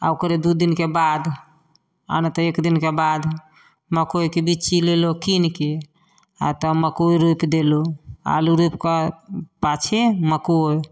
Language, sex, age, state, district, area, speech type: Maithili, female, 45-60, Bihar, Samastipur, rural, spontaneous